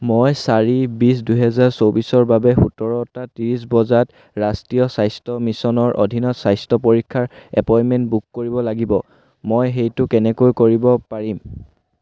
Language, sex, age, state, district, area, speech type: Assamese, male, 18-30, Assam, Sivasagar, rural, read